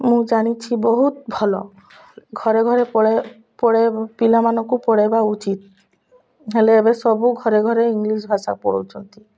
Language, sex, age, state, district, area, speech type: Odia, female, 45-60, Odisha, Malkangiri, urban, spontaneous